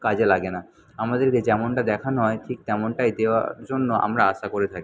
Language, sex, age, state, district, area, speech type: Bengali, male, 30-45, West Bengal, Jhargram, rural, spontaneous